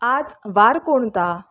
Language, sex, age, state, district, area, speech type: Marathi, female, 30-45, Maharashtra, Mumbai Suburban, urban, read